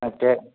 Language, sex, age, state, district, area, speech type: Malayalam, male, 18-30, Kerala, Malappuram, rural, conversation